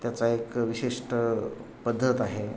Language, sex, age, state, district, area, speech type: Marathi, male, 60+, Maharashtra, Pune, urban, spontaneous